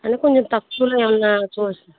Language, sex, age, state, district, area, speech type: Telugu, female, 30-45, Andhra Pradesh, Bapatla, urban, conversation